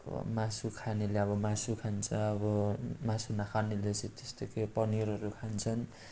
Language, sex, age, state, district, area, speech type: Nepali, male, 18-30, West Bengal, Darjeeling, rural, spontaneous